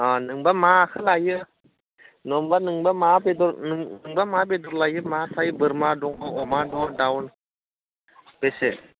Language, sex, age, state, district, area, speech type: Bodo, male, 30-45, Assam, Udalguri, rural, conversation